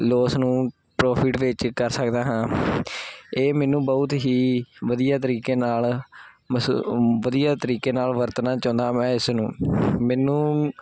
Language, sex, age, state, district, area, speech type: Punjabi, male, 18-30, Punjab, Gurdaspur, urban, spontaneous